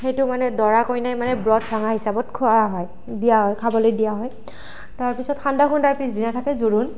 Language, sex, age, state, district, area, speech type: Assamese, female, 18-30, Assam, Nalbari, rural, spontaneous